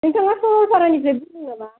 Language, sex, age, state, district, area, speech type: Bodo, female, 18-30, Assam, Kokrajhar, rural, conversation